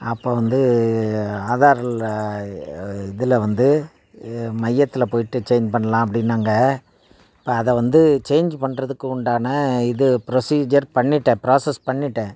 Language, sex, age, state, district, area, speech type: Tamil, male, 60+, Tamil Nadu, Thanjavur, rural, spontaneous